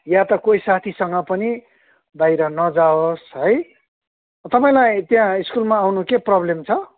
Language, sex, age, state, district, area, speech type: Nepali, male, 60+, West Bengal, Kalimpong, rural, conversation